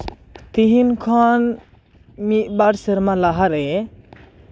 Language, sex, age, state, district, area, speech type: Santali, male, 18-30, West Bengal, Purba Bardhaman, rural, spontaneous